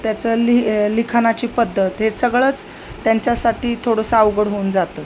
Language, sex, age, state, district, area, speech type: Marathi, female, 30-45, Maharashtra, Osmanabad, rural, spontaneous